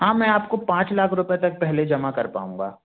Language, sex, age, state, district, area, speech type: Hindi, male, 30-45, Madhya Pradesh, Jabalpur, urban, conversation